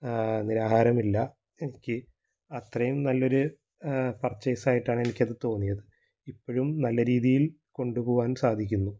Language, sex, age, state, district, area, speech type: Malayalam, male, 18-30, Kerala, Thrissur, urban, spontaneous